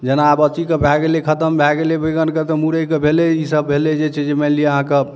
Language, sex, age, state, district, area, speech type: Maithili, male, 30-45, Bihar, Darbhanga, urban, spontaneous